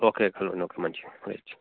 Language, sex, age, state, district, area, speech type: Telugu, male, 30-45, Telangana, Jangaon, rural, conversation